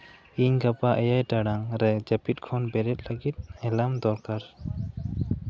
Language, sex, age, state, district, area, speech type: Santali, male, 18-30, West Bengal, Jhargram, rural, read